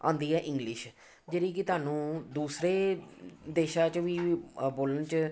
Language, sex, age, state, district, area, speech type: Punjabi, female, 45-60, Punjab, Amritsar, urban, spontaneous